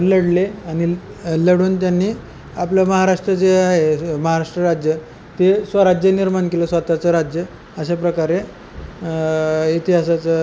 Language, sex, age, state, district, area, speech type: Marathi, male, 30-45, Maharashtra, Beed, urban, spontaneous